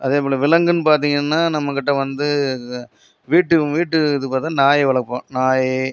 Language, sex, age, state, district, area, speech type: Tamil, male, 45-60, Tamil Nadu, Viluppuram, rural, spontaneous